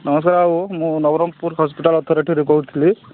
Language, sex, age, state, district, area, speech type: Odia, male, 30-45, Odisha, Nabarangpur, urban, conversation